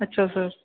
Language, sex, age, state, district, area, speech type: Punjabi, male, 18-30, Punjab, Firozpur, rural, conversation